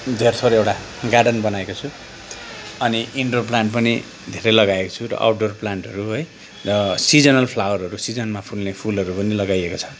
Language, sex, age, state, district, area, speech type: Nepali, male, 45-60, West Bengal, Kalimpong, rural, spontaneous